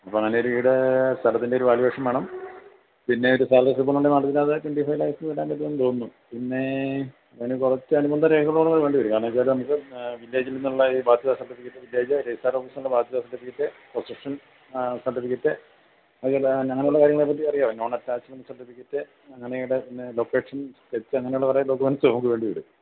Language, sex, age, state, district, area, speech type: Malayalam, male, 45-60, Kerala, Idukki, rural, conversation